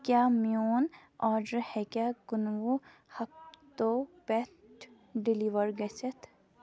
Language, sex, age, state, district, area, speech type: Kashmiri, female, 18-30, Jammu and Kashmir, Kupwara, rural, read